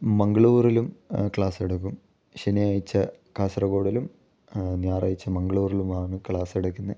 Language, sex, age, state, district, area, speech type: Malayalam, male, 18-30, Kerala, Kasaragod, rural, spontaneous